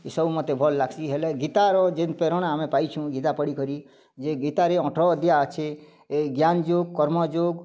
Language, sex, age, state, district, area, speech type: Odia, male, 45-60, Odisha, Kalahandi, rural, spontaneous